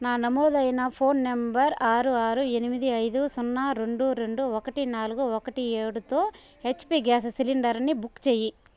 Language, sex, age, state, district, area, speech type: Telugu, female, 18-30, Andhra Pradesh, Sri Balaji, rural, read